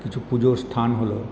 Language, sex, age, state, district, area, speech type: Bengali, male, 60+, West Bengal, Paschim Bardhaman, urban, spontaneous